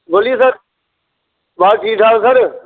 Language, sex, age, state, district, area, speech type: Dogri, male, 45-60, Jammu and Kashmir, Reasi, rural, conversation